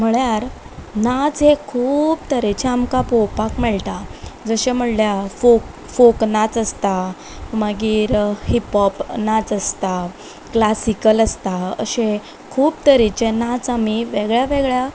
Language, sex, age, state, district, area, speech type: Goan Konkani, female, 18-30, Goa, Quepem, rural, spontaneous